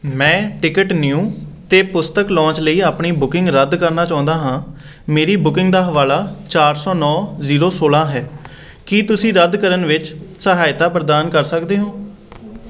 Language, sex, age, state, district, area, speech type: Punjabi, male, 18-30, Punjab, Hoshiarpur, urban, read